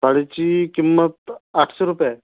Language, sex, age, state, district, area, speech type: Marathi, male, 18-30, Maharashtra, Gondia, rural, conversation